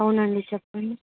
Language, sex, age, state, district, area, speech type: Telugu, female, 18-30, Telangana, Vikarabad, rural, conversation